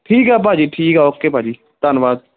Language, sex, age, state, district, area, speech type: Punjabi, male, 18-30, Punjab, Gurdaspur, rural, conversation